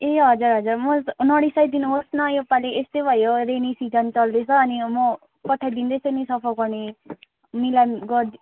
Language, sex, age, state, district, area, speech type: Nepali, female, 18-30, West Bengal, Kalimpong, rural, conversation